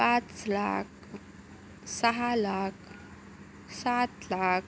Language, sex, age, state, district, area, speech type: Marathi, female, 30-45, Maharashtra, Yavatmal, urban, spontaneous